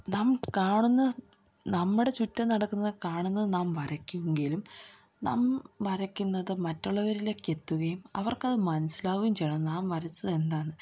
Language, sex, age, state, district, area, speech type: Malayalam, female, 18-30, Kerala, Idukki, rural, spontaneous